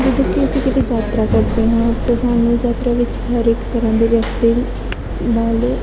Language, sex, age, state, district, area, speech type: Punjabi, female, 18-30, Punjab, Gurdaspur, urban, spontaneous